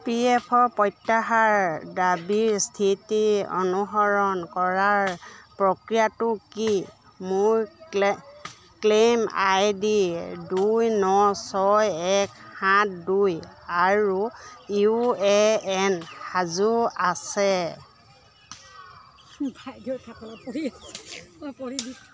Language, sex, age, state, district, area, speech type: Assamese, female, 30-45, Assam, Dibrugarh, urban, read